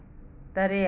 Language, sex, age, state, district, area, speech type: Manipuri, female, 60+, Manipur, Imphal West, rural, read